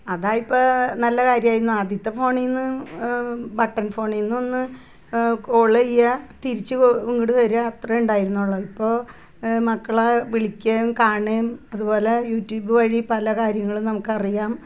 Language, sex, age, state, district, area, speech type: Malayalam, female, 45-60, Kerala, Ernakulam, rural, spontaneous